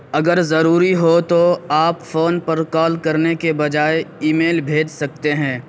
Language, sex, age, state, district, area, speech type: Urdu, male, 18-30, Uttar Pradesh, Saharanpur, urban, read